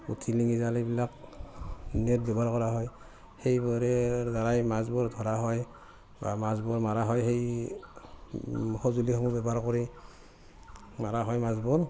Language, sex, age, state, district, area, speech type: Assamese, male, 45-60, Assam, Barpeta, rural, spontaneous